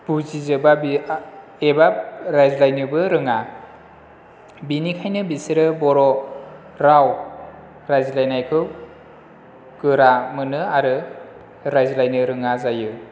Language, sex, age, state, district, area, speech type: Bodo, male, 30-45, Assam, Chirang, rural, spontaneous